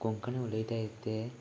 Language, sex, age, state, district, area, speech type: Goan Konkani, male, 18-30, Goa, Salcete, rural, spontaneous